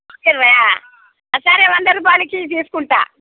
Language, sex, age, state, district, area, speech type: Telugu, female, 60+, Telangana, Jagtial, rural, conversation